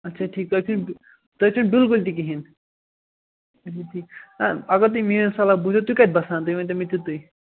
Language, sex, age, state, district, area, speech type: Kashmiri, male, 18-30, Jammu and Kashmir, Srinagar, rural, conversation